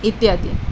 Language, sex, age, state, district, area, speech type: Odia, female, 18-30, Odisha, Koraput, urban, spontaneous